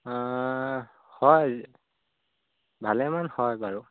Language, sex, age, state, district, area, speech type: Assamese, male, 18-30, Assam, Sivasagar, rural, conversation